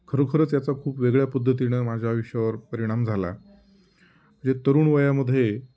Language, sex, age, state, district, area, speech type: Marathi, male, 30-45, Maharashtra, Ahmednagar, rural, spontaneous